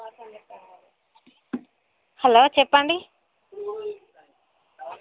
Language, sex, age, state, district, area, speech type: Telugu, female, 30-45, Telangana, Hanamkonda, rural, conversation